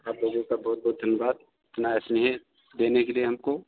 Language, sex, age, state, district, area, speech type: Hindi, male, 45-60, Uttar Pradesh, Ayodhya, rural, conversation